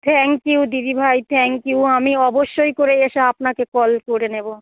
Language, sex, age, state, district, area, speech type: Bengali, female, 45-60, West Bengal, South 24 Parganas, rural, conversation